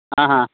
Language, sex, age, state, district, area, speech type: Sanskrit, male, 30-45, Karnataka, Bangalore Urban, urban, conversation